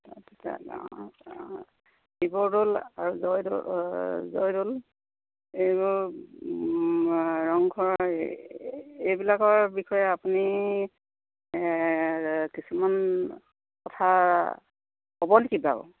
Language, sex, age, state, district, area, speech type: Assamese, female, 60+, Assam, Sivasagar, rural, conversation